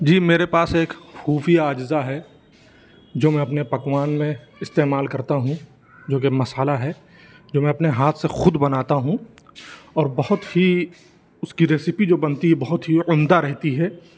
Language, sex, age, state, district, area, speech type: Urdu, male, 45-60, Uttar Pradesh, Lucknow, urban, spontaneous